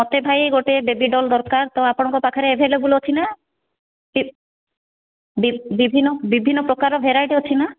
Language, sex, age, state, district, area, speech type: Odia, female, 30-45, Odisha, Kandhamal, rural, conversation